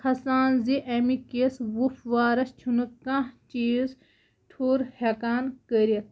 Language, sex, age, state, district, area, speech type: Kashmiri, female, 30-45, Jammu and Kashmir, Kulgam, rural, spontaneous